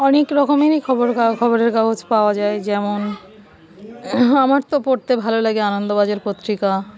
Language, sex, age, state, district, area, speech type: Bengali, female, 45-60, West Bengal, Darjeeling, urban, spontaneous